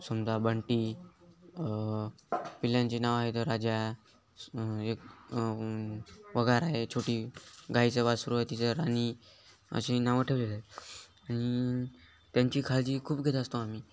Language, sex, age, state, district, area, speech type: Marathi, male, 18-30, Maharashtra, Hingoli, urban, spontaneous